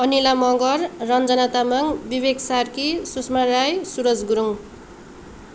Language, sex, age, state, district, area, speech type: Nepali, female, 18-30, West Bengal, Darjeeling, rural, spontaneous